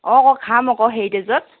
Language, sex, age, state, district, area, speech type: Assamese, female, 18-30, Assam, Sivasagar, rural, conversation